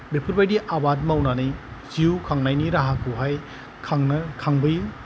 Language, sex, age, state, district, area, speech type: Bodo, male, 45-60, Assam, Kokrajhar, rural, spontaneous